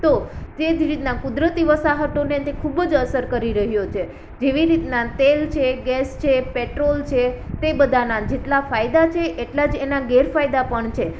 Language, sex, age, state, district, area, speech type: Gujarati, female, 18-30, Gujarat, Ahmedabad, urban, spontaneous